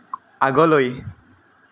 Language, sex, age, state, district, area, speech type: Assamese, male, 18-30, Assam, Lakhimpur, rural, read